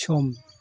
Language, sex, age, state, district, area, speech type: Bodo, male, 60+, Assam, Chirang, rural, read